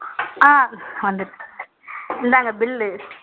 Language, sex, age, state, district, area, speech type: Tamil, female, 30-45, Tamil Nadu, Tiruppur, rural, conversation